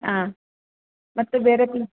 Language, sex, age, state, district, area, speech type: Kannada, female, 30-45, Karnataka, Uttara Kannada, rural, conversation